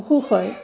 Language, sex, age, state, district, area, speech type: Assamese, female, 60+, Assam, Biswanath, rural, spontaneous